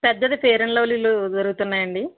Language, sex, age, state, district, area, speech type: Telugu, female, 60+, Andhra Pradesh, East Godavari, rural, conversation